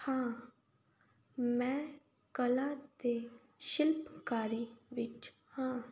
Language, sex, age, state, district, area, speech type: Punjabi, female, 18-30, Punjab, Fazilka, rural, spontaneous